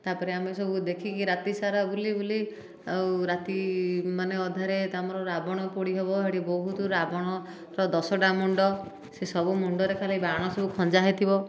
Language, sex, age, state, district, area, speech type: Odia, female, 45-60, Odisha, Dhenkanal, rural, spontaneous